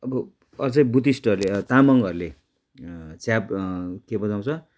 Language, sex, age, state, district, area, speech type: Nepali, male, 60+, West Bengal, Darjeeling, rural, spontaneous